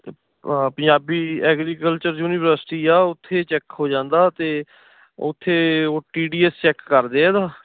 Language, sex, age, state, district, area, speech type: Punjabi, male, 30-45, Punjab, Ludhiana, rural, conversation